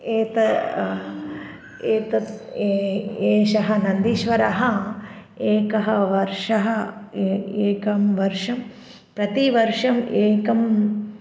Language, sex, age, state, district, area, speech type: Sanskrit, female, 30-45, Andhra Pradesh, Bapatla, urban, spontaneous